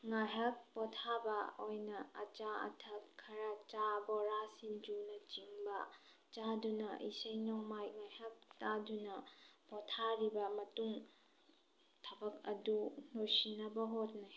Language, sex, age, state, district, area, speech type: Manipuri, female, 18-30, Manipur, Tengnoupal, rural, spontaneous